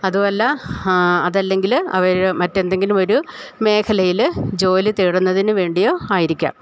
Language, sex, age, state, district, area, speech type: Malayalam, female, 60+, Kerala, Idukki, rural, spontaneous